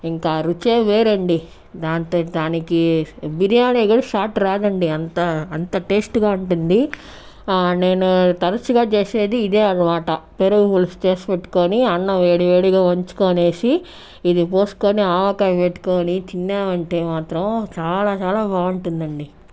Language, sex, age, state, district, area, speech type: Telugu, female, 60+, Andhra Pradesh, Chittoor, urban, spontaneous